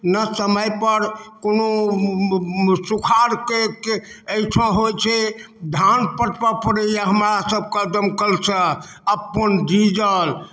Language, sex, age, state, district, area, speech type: Maithili, male, 60+, Bihar, Darbhanga, rural, spontaneous